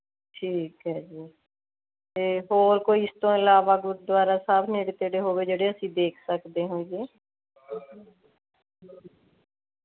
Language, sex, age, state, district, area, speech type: Punjabi, female, 45-60, Punjab, Mohali, urban, conversation